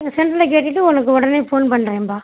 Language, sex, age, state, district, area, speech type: Tamil, female, 45-60, Tamil Nadu, Tiruchirappalli, rural, conversation